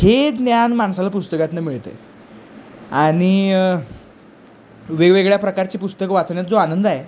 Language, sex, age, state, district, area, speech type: Marathi, male, 18-30, Maharashtra, Sangli, urban, spontaneous